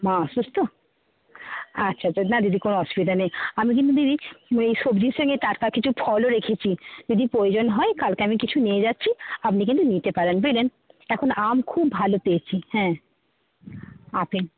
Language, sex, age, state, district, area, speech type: Bengali, female, 60+, West Bengal, Jhargram, rural, conversation